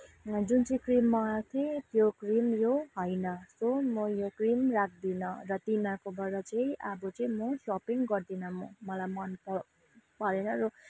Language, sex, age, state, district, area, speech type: Nepali, female, 30-45, West Bengal, Kalimpong, rural, spontaneous